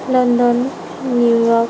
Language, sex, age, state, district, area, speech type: Assamese, female, 30-45, Assam, Nagaon, rural, spontaneous